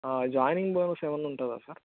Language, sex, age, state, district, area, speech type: Telugu, male, 30-45, Andhra Pradesh, Anantapur, urban, conversation